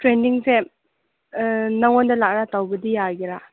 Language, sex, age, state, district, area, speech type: Manipuri, female, 18-30, Manipur, Kangpokpi, urban, conversation